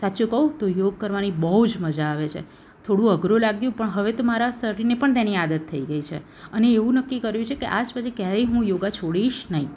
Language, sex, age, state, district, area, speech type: Gujarati, female, 30-45, Gujarat, Surat, urban, spontaneous